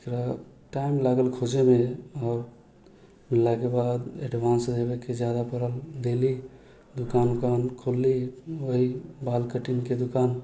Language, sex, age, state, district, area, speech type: Maithili, male, 18-30, Bihar, Sitamarhi, rural, spontaneous